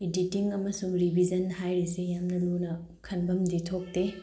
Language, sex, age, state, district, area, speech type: Manipuri, female, 18-30, Manipur, Bishnupur, rural, spontaneous